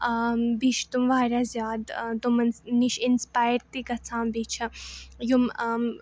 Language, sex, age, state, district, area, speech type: Kashmiri, female, 18-30, Jammu and Kashmir, Baramulla, rural, spontaneous